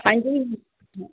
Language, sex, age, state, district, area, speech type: Sindhi, female, 60+, Uttar Pradesh, Lucknow, rural, conversation